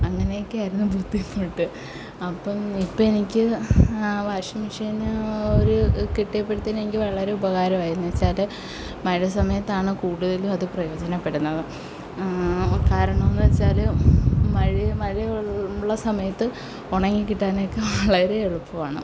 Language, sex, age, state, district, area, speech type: Malayalam, female, 18-30, Kerala, Kollam, urban, spontaneous